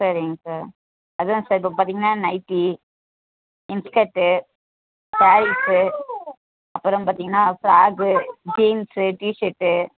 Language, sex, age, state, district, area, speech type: Tamil, male, 30-45, Tamil Nadu, Tenkasi, rural, conversation